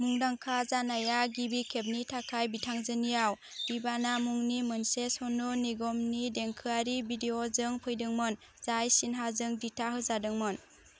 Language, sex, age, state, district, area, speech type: Bodo, female, 18-30, Assam, Baksa, rural, read